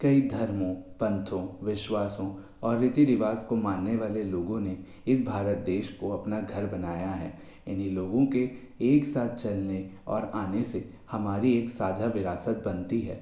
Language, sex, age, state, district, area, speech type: Hindi, male, 18-30, Madhya Pradesh, Bhopal, urban, spontaneous